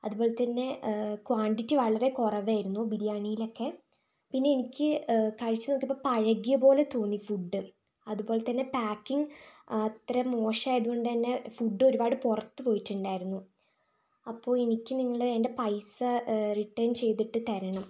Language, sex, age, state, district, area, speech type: Malayalam, female, 18-30, Kerala, Wayanad, rural, spontaneous